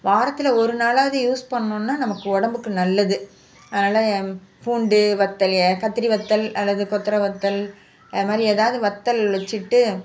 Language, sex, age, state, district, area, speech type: Tamil, female, 60+, Tamil Nadu, Nagapattinam, urban, spontaneous